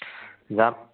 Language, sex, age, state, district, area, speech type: Assamese, male, 30-45, Assam, Charaideo, urban, conversation